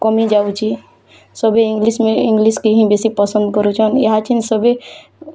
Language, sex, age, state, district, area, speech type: Odia, female, 18-30, Odisha, Bargarh, rural, spontaneous